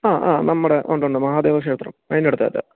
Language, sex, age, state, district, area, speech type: Malayalam, male, 30-45, Kerala, Idukki, rural, conversation